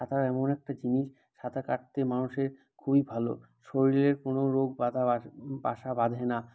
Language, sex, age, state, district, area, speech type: Bengali, male, 45-60, West Bengal, Bankura, urban, spontaneous